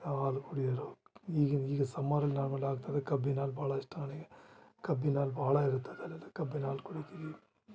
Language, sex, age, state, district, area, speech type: Kannada, male, 45-60, Karnataka, Bellary, rural, spontaneous